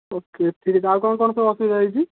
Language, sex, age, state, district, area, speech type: Odia, male, 30-45, Odisha, Sundergarh, urban, conversation